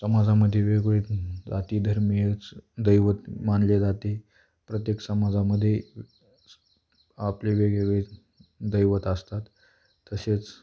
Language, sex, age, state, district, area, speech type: Marathi, male, 18-30, Maharashtra, Beed, rural, spontaneous